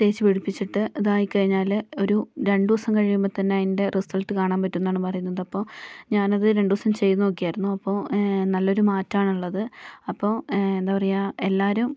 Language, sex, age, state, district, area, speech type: Malayalam, female, 30-45, Kerala, Kozhikode, urban, spontaneous